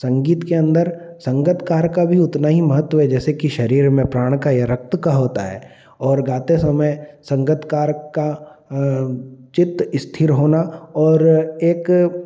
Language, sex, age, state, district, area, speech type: Hindi, male, 30-45, Madhya Pradesh, Ujjain, urban, spontaneous